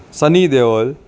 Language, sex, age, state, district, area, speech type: Gujarati, male, 30-45, Gujarat, Junagadh, urban, spontaneous